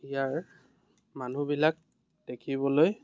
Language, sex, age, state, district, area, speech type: Assamese, male, 30-45, Assam, Biswanath, rural, spontaneous